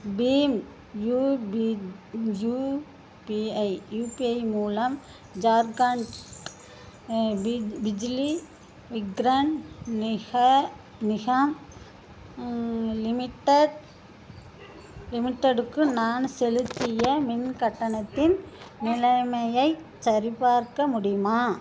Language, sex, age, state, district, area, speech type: Tamil, female, 60+, Tamil Nadu, Tiruchirappalli, rural, read